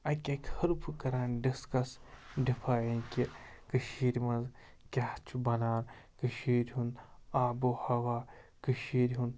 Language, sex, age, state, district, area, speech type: Kashmiri, male, 30-45, Jammu and Kashmir, Srinagar, urban, spontaneous